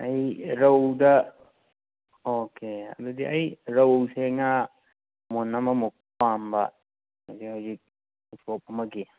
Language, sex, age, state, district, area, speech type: Manipuri, male, 30-45, Manipur, Thoubal, rural, conversation